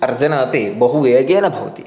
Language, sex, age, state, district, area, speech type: Sanskrit, male, 18-30, Karnataka, Chikkamagaluru, rural, spontaneous